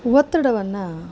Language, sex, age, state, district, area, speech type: Kannada, female, 45-60, Karnataka, Mysore, urban, spontaneous